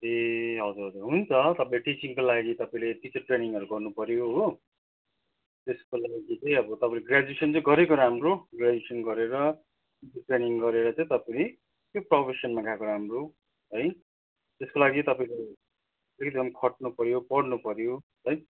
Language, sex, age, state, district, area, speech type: Nepali, male, 45-60, West Bengal, Kalimpong, rural, conversation